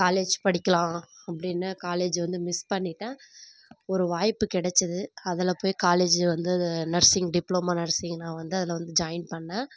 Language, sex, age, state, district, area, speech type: Tamil, female, 18-30, Tamil Nadu, Kallakurichi, rural, spontaneous